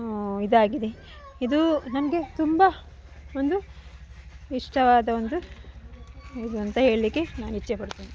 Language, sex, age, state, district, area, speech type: Kannada, female, 45-60, Karnataka, Dakshina Kannada, rural, spontaneous